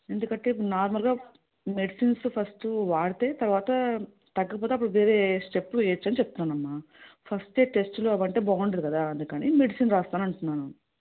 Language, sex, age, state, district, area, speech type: Telugu, female, 45-60, Telangana, Hyderabad, urban, conversation